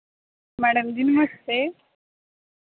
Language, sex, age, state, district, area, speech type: Dogri, female, 18-30, Jammu and Kashmir, Samba, rural, conversation